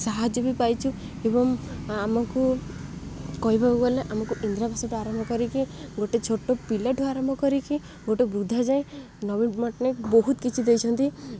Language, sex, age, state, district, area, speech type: Odia, female, 18-30, Odisha, Ganjam, urban, spontaneous